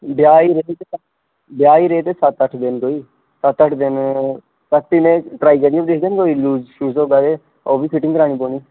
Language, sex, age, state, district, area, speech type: Dogri, male, 18-30, Jammu and Kashmir, Reasi, rural, conversation